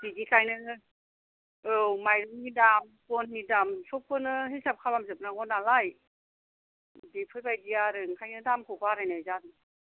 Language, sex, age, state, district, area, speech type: Bodo, female, 60+, Assam, Kokrajhar, rural, conversation